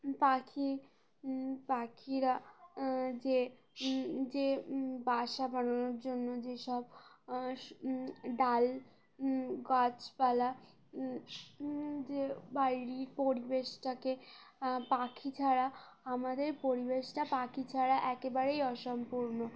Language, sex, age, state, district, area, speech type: Bengali, female, 18-30, West Bengal, Uttar Dinajpur, urban, spontaneous